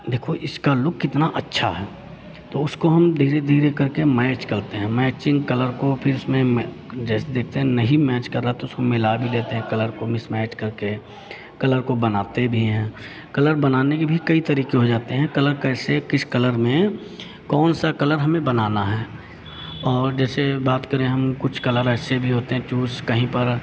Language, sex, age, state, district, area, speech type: Hindi, male, 45-60, Uttar Pradesh, Hardoi, rural, spontaneous